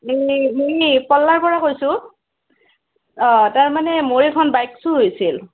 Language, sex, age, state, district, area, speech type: Assamese, female, 30-45, Assam, Barpeta, rural, conversation